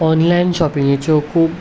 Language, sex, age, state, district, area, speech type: Goan Konkani, male, 18-30, Goa, Ponda, urban, spontaneous